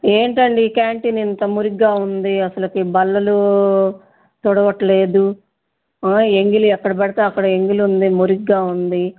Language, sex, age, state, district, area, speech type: Telugu, female, 45-60, Andhra Pradesh, Bapatla, urban, conversation